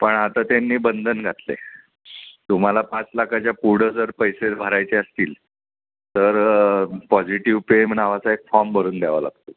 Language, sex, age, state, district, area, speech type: Marathi, male, 60+, Maharashtra, Kolhapur, urban, conversation